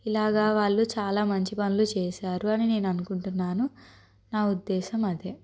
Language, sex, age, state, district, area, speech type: Telugu, female, 30-45, Andhra Pradesh, Guntur, urban, spontaneous